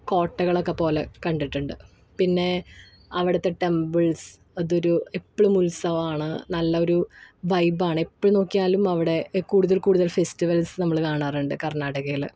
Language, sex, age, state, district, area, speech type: Malayalam, female, 30-45, Kerala, Ernakulam, rural, spontaneous